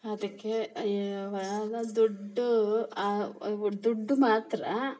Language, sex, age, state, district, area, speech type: Kannada, female, 45-60, Karnataka, Kolar, rural, spontaneous